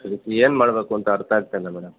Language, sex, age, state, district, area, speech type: Kannada, male, 30-45, Karnataka, Kolar, rural, conversation